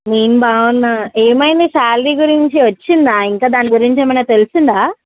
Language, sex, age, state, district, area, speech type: Telugu, female, 18-30, Telangana, Karimnagar, urban, conversation